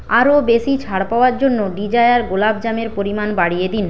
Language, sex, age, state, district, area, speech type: Bengali, female, 45-60, West Bengal, Paschim Medinipur, rural, read